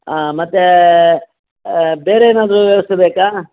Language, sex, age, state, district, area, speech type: Kannada, male, 60+, Karnataka, Dakshina Kannada, rural, conversation